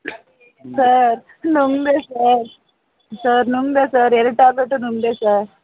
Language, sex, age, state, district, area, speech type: Kannada, female, 30-45, Karnataka, Bangalore Urban, rural, conversation